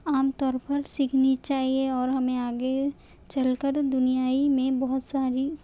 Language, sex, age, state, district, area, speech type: Urdu, female, 18-30, Telangana, Hyderabad, urban, spontaneous